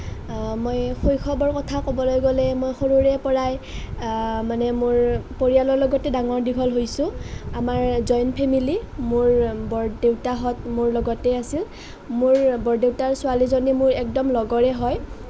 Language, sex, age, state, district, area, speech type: Assamese, female, 18-30, Assam, Nalbari, rural, spontaneous